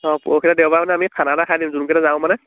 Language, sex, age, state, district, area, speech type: Assamese, male, 18-30, Assam, Lakhimpur, urban, conversation